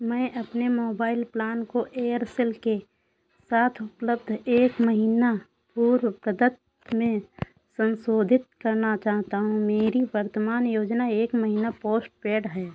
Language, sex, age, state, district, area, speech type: Hindi, female, 30-45, Uttar Pradesh, Sitapur, rural, read